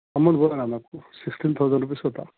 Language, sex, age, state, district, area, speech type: Urdu, male, 45-60, Telangana, Hyderabad, urban, conversation